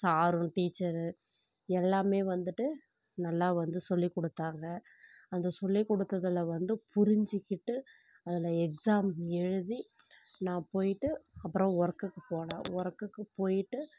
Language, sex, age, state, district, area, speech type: Tamil, female, 18-30, Tamil Nadu, Kallakurichi, rural, spontaneous